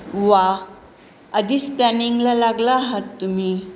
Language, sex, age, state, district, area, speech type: Marathi, female, 60+, Maharashtra, Pune, urban, read